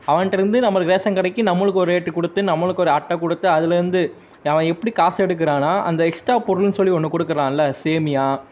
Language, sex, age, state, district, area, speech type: Tamil, male, 18-30, Tamil Nadu, Perambalur, urban, spontaneous